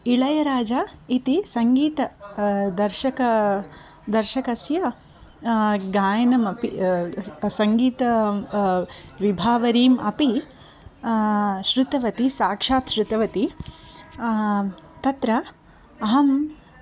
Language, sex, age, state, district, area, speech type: Sanskrit, female, 30-45, Andhra Pradesh, Krishna, urban, spontaneous